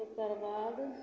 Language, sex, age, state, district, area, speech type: Maithili, female, 18-30, Bihar, Begusarai, rural, spontaneous